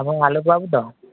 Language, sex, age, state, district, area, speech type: Odia, male, 18-30, Odisha, Balasore, rural, conversation